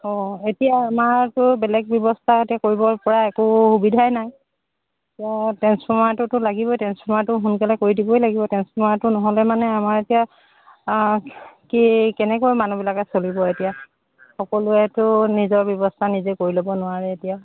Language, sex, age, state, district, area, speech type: Assamese, female, 30-45, Assam, Charaideo, rural, conversation